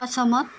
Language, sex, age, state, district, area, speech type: Nepali, female, 45-60, West Bengal, Darjeeling, rural, read